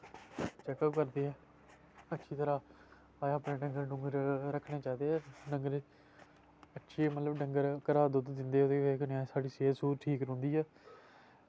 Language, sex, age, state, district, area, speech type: Dogri, male, 18-30, Jammu and Kashmir, Samba, rural, spontaneous